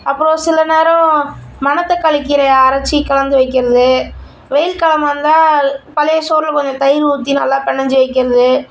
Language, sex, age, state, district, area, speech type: Tamil, male, 18-30, Tamil Nadu, Tiruchirappalli, urban, spontaneous